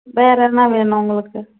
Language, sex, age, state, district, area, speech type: Tamil, female, 30-45, Tamil Nadu, Tirupattur, rural, conversation